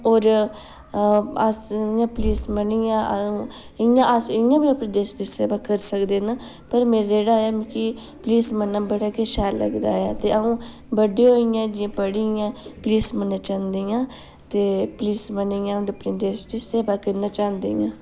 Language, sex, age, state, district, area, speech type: Dogri, female, 18-30, Jammu and Kashmir, Udhampur, rural, spontaneous